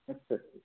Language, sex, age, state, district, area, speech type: Hindi, male, 30-45, Madhya Pradesh, Balaghat, rural, conversation